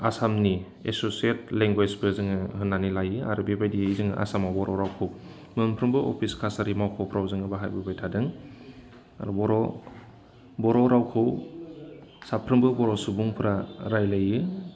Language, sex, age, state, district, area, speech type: Bodo, male, 30-45, Assam, Udalguri, urban, spontaneous